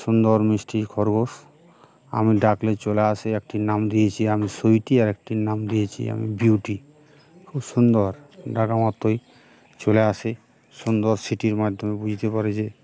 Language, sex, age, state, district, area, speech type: Bengali, male, 45-60, West Bengal, Uttar Dinajpur, urban, spontaneous